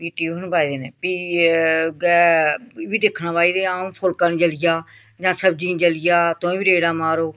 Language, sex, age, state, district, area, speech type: Dogri, female, 45-60, Jammu and Kashmir, Reasi, rural, spontaneous